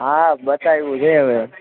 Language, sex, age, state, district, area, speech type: Gujarati, male, 18-30, Gujarat, Junagadh, urban, conversation